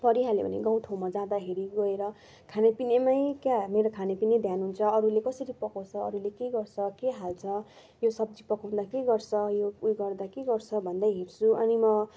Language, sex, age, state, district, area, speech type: Nepali, female, 45-60, West Bengal, Darjeeling, rural, spontaneous